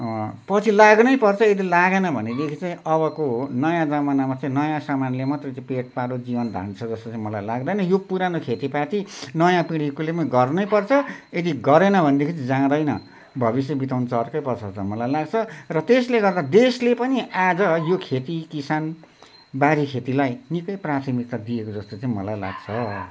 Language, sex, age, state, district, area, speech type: Nepali, male, 60+, West Bengal, Darjeeling, rural, spontaneous